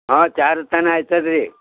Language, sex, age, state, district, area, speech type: Kannada, male, 60+, Karnataka, Bidar, rural, conversation